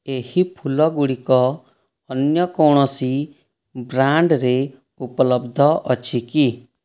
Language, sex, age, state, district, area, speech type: Odia, male, 30-45, Odisha, Boudh, rural, read